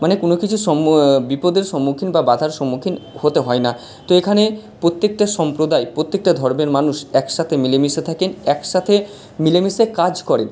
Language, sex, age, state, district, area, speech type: Bengali, male, 45-60, West Bengal, Purba Bardhaman, urban, spontaneous